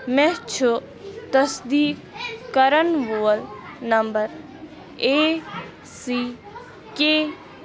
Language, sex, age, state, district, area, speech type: Kashmiri, female, 18-30, Jammu and Kashmir, Bandipora, rural, read